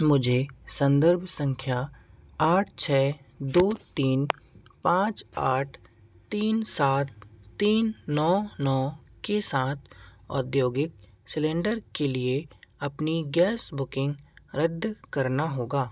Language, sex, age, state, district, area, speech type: Hindi, male, 18-30, Madhya Pradesh, Seoni, urban, read